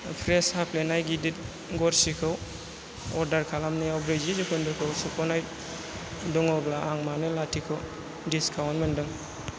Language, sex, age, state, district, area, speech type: Bodo, female, 30-45, Assam, Chirang, rural, read